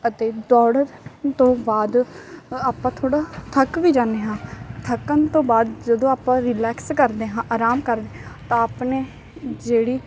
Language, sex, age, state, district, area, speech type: Punjabi, female, 18-30, Punjab, Barnala, rural, spontaneous